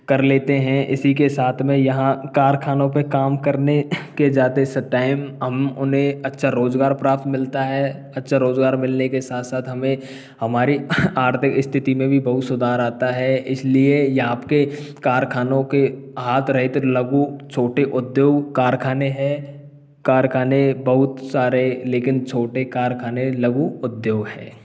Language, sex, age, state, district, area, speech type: Hindi, male, 18-30, Rajasthan, Karauli, rural, spontaneous